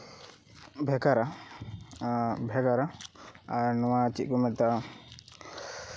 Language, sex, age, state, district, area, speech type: Santali, male, 18-30, West Bengal, Paschim Bardhaman, rural, spontaneous